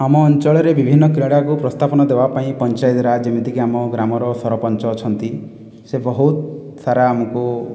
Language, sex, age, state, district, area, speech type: Odia, male, 18-30, Odisha, Boudh, rural, spontaneous